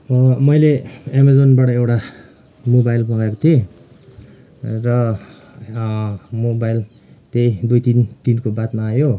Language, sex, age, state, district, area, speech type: Nepali, male, 30-45, West Bengal, Kalimpong, rural, spontaneous